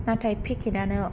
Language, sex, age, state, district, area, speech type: Bodo, female, 18-30, Assam, Kokrajhar, urban, spontaneous